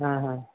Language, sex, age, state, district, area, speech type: Hindi, male, 30-45, Bihar, Darbhanga, rural, conversation